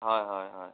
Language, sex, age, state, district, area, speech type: Assamese, male, 18-30, Assam, Majuli, rural, conversation